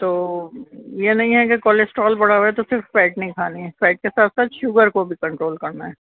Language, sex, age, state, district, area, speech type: Urdu, female, 45-60, Uttar Pradesh, Rampur, urban, conversation